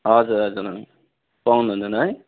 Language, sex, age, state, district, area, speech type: Nepali, male, 18-30, West Bengal, Darjeeling, rural, conversation